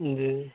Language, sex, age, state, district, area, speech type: Maithili, male, 30-45, Bihar, Sitamarhi, rural, conversation